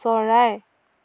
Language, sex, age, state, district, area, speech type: Assamese, female, 30-45, Assam, Dhemaji, rural, read